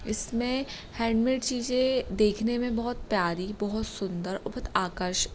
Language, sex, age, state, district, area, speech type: Hindi, female, 18-30, Madhya Pradesh, Hoshangabad, rural, spontaneous